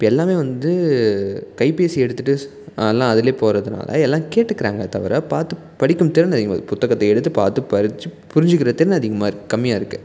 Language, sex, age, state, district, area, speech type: Tamil, male, 18-30, Tamil Nadu, Salem, rural, spontaneous